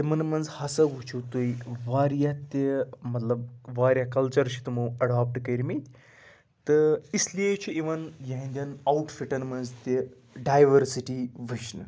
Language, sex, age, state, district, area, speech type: Kashmiri, male, 30-45, Jammu and Kashmir, Anantnag, rural, spontaneous